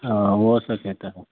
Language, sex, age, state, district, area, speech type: Maithili, male, 30-45, Bihar, Madhepura, rural, conversation